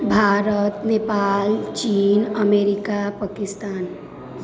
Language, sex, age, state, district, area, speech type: Maithili, female, 18-30, Bihar, Sitamarhi, rural, spontaneous